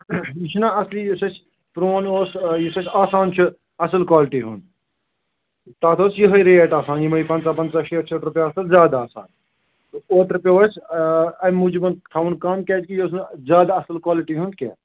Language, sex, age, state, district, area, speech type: Kashmiri, male, 30-45, Jammu and Kashmir, Srinagar, rural, conversation